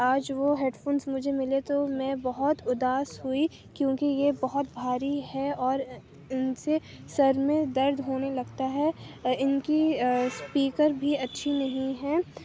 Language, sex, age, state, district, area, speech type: Urdu, female, 45-60, Uttar Pradesh, Aligarh, urban, spontaneous